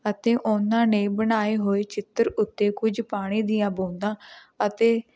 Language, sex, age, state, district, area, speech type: Punjabi, female, 18-30, Punjab, Patiala, rural, spontaneous